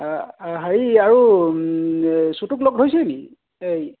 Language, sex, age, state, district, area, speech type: Assamese, male, 30-45, Assam, Sivasagar, rural, conversation